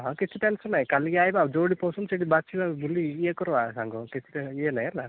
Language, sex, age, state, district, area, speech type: Odia, male, 18-30, Odisha, Rayagada, rural, conversation